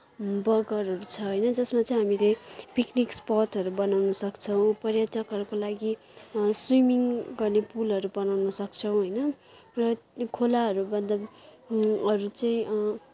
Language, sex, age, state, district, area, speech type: Nepali, female, 18-30, West Bengal, Kalimpong, rural, spontaneous